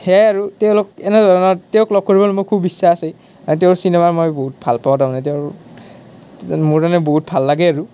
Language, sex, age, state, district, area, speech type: Assamese, male, 18-30, Assam, Nalbari, rural, spontaneous